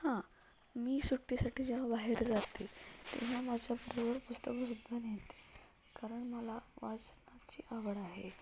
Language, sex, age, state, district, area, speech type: Marathi, female, 18-30, Maharashtra, Satara, urban, spontaneous